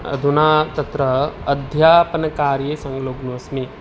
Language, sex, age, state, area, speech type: Sanskrit, male, 18-30, Tripura, rural, spontaneous